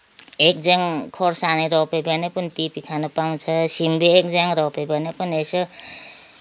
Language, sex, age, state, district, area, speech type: Nepali, female, 60+, West Bengal, Kalimpong, rural, spontaneous